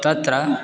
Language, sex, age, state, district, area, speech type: Sanskrit, male, 18-30, Assam, Dhemaji, rural, spontaneous